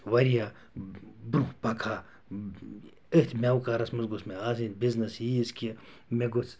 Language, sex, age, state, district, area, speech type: Kashmiri, male, 30-45, Jammu and Kashmir, Bandipora, rural, spontaneous